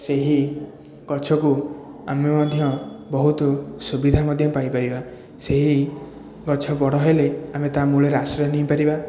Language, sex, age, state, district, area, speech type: Odia, male, 30-45, Odisha, Puri, urban, spontaneous